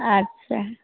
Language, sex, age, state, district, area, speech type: Bengali, female, 60+, West Bengal, Darjeeling, rural, conversation